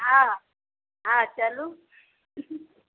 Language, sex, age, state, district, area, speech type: Maithili, female, 18-30, Bihar, Sitamarhi, rural, conversation